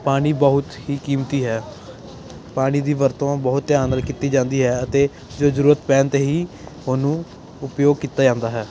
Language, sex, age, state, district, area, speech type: Punjabi, male, 18-30, Punjab, Ludhiana, urban, spontaneous